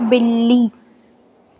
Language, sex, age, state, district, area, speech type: Sindhi, female, 18-30, Madhya Pradesh, Katni, rural, read